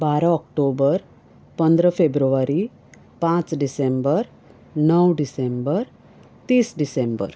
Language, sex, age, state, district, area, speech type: Goan Konkani, female, 45-60, Goa, Canacona, rural, spontaneous